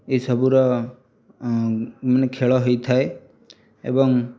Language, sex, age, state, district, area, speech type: Odia, male, 18-30, Odisha, Jajpur, rural, spontaneous